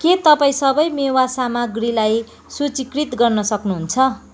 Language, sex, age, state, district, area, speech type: Nepali, female, 45-60, West Bengal, Kalimpong, rural, read